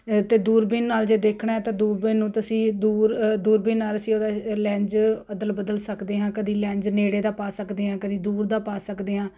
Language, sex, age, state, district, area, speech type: Punjabi, female, 45-60, Punjab, Ludhiana, urban, spontaneous